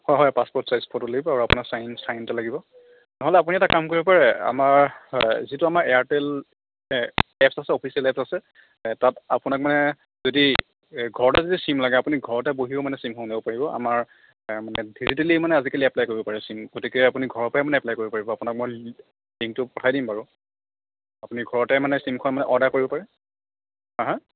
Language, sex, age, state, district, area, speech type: Assamese, male, 60+, Assam, Morigaon, rural, conversation